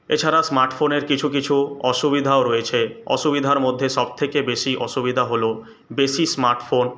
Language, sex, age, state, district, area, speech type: Bengali, male, 18-30, West Bengal, Purulia, urban, spontaneous